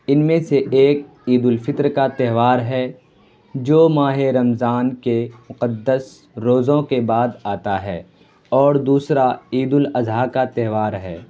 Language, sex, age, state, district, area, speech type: Urdu, male, 18-30, Bihar, Purnia, rural, spontaneous